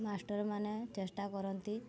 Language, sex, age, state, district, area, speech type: Odia, female, 18-30, Odisha, Mayurbhanj, rural, spontaneous